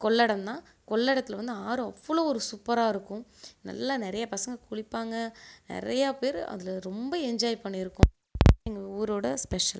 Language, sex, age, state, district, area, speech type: Tamil, female, 30-45, Tamil Nadu, Ariyalur, rural, spontaneous